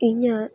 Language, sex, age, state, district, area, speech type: Santali, female, 18-30, West Bengal, Jhargram, rural, spontaneous